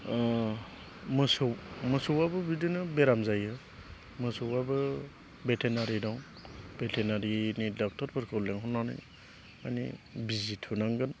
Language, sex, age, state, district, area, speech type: Bodo, male, 30-45, Assam, Chirang, rural, spontaneous